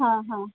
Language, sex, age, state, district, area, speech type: Gujarati, female, 30-45, Gujarat, Kheda, rural, conversation